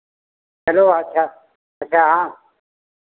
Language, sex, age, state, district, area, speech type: Hindi, male, 60+, Uttar Pradesh, Lucknow, urban, conversation